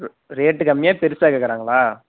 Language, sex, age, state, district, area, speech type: Tamil, male, 18-30, Tamil Nadu, Perambalur, rural, conversation